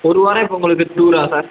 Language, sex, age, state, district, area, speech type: Tamil, male, 18-30, Tamil Nadu, Madurai, urban, conversation